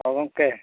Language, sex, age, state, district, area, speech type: Santali, male, 45-60, Odisha, Mayurbhanj, rural, conversation